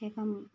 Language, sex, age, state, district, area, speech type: Dogri, female, 30-45, Jammu and Kashmir, Reasi, rural, spontaneous